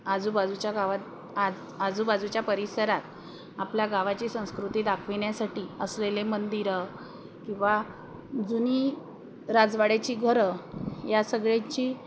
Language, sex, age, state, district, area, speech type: Marathi, female, 45-60, Maharashtra, Wardha, urban, spontaneous